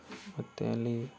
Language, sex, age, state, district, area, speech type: Kannada, male, 18-30, Karnataka, Chamarajanagar, rural, spontaneous